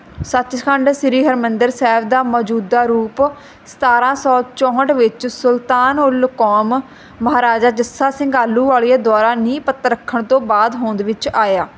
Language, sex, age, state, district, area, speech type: Punjabi, female, 30-45, Punjab, Barnala, rural, spontaneous